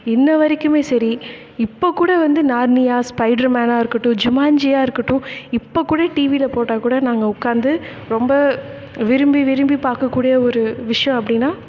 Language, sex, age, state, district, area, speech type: Tamil, female, 18-30, Tamil Nadu, Thanjavur, rural, spontaneous